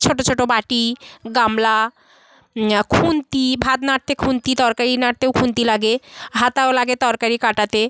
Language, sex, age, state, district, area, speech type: Bengali, female, 30-45, West Bengal, South 24 Parganas, rural, spontaneous